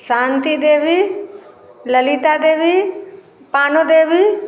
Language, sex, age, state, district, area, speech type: Hindi, female, 60+, Bihar, Samastipur, urban, spontaneous